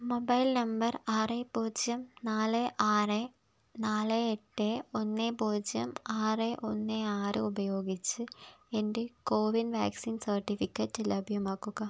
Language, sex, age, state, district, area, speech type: Malayalam, female, 18-30, Kerala, Wayanad, rural, read